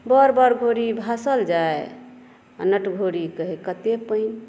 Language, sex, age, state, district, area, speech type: Maithili, female, 30-45, Bihar, Madhepura, urban, spontaneous